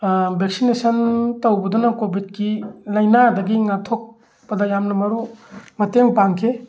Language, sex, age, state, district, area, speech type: Manipuri, male, 45-60, Manipur, Thoubal, rural, spontaneous